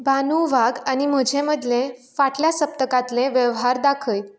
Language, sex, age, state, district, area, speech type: Goan Konkani, female, 18-30, Goa, Canacona, rural, read